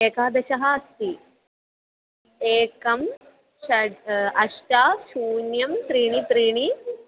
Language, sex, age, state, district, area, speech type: Sanskrit, female, 18-30, Kerala, Kozhikode, rural, conversation